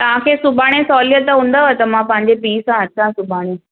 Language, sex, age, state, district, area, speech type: Sindhi, female, 30-45, Maharashtra, Mumbai Suburban, urban, conversation